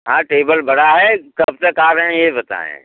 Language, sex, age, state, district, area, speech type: Hindi, male, 60+, Uttar Pradesh, Bhadohi, rural, conversation